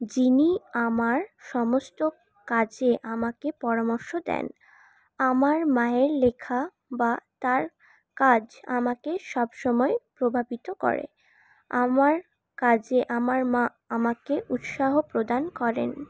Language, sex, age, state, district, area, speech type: Bengali, female, 18-30, West Bengal, Paschim Bardhaman, urban, spontaneous